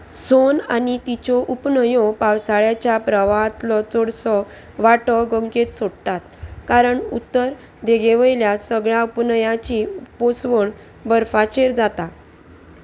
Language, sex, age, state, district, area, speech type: Goan Konkani, female, 30-45, Goa, Salcete, urban, read